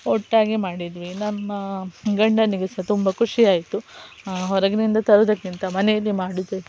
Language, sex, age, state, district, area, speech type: Kannada, female, 30-45, Karnataka, Udupi, rural, spontaneous